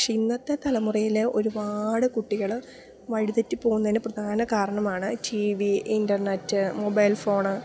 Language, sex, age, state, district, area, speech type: Malayalam, female, 30-45, Kerala, Idukki, rural, spontaneous